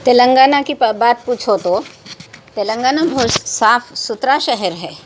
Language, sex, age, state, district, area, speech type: Urdu, female, 60+, Telangana, Hyderabad, urban, spontaneous